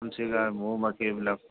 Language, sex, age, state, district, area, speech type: Assamese, male, 45-60, Assam, Nagaon, rural, conversation